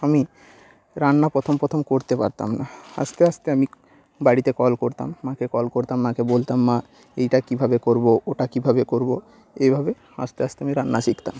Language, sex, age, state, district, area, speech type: Bengali, male, 30-45, West Bengal, Nadia, rural, spontaneous